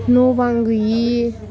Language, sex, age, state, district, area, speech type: Bodo, female, 18-30, Assam, Chirang, rural, spontaneous